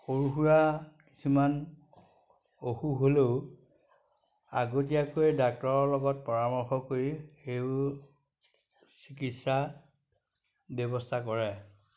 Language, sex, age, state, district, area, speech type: Assamese, male, 60+, Assam, Majuli, rural, spontaneous